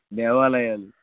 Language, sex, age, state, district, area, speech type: Telugu, male, 30-45, Andhra Pradesh, Bapatla, rural, conversation